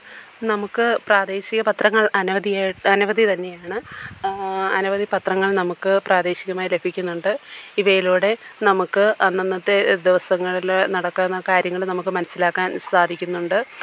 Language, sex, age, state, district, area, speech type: Malayalam, female, 30-45, Kerala, Kollam, rural, spontaneous